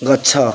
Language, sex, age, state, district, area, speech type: Odia, male, 18-30, Odisha, Jagatsinghpur, rural, read